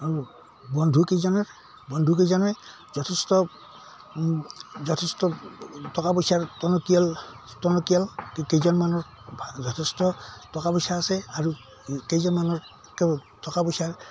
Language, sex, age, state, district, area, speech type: Assamese, male, 60+, Assam, Udalguri, rural, spontaneous